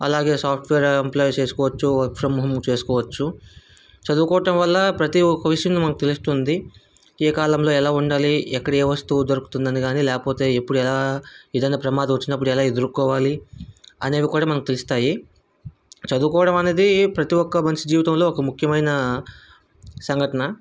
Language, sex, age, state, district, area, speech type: Telugu, male, 45-60, Andhra Pradesh, Vizianagaram, rural, spontaneous